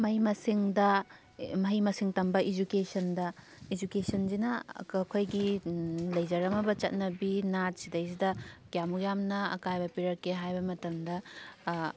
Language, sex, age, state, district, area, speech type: Manipuri, female, 18-30, Manipur, Thoubal, rural, spontaneous